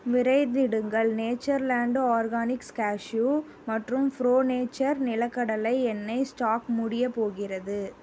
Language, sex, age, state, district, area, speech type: Tamil, female, 18-30, Tamil Nadu, Salem, rural, read